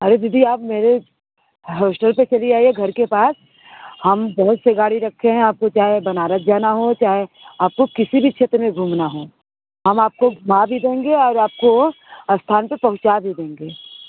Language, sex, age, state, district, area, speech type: Hindi, female, 30-45, Uttar Pradesh, Mirzapur, rural, conversation